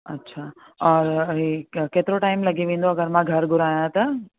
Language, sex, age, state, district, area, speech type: Sindhi, female, 30-45, Delhi, South Delhi, urban, conversation